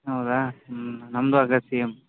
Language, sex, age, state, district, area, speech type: Kannada, male, 18-30, Karnataka, Gadag, rural, conversation